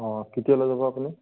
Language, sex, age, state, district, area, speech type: Assamese, male, 45-60, Assam, Morigaon, rural, conversation